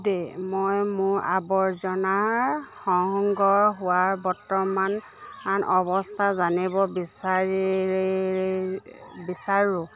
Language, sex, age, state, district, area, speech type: Assamese, female, 30-45, Assam, Dibrugarh, urban, read